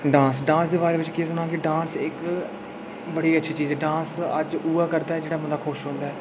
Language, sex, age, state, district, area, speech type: Dogri, male, 18-30, Jammu and Kashmir, Udhampur, urban, spontaneous